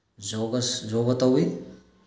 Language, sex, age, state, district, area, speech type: Manipuri, male, 45-60, Manipur, Bishnupur, rural, spontaneous